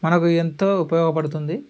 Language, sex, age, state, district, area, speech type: Telugu, male, 18-30, Andhra Pradesh, Alluri Sitarama Raju, rural, spontaneous